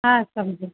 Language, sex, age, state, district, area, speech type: Kannada, female, 30-45, Karnataka, Chitradurga, urban, conversation